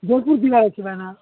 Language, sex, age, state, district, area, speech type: Odia, male, 45-60, Odisha, Nabarangpur, rural, conversation